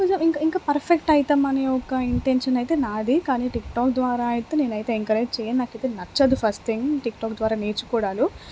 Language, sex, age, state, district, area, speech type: Telugu, female, 18-30, Telangana, Hanamkonda, urban, spontaneous